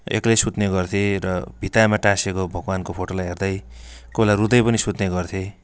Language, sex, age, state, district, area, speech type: Nepali, male, 45-60, West Bengal, Darjeeling, rural, spontaneous